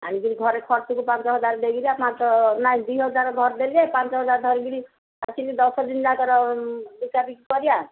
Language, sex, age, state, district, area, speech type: Odia, female, 60+, Odisha, Jharsuguda, rural, conversation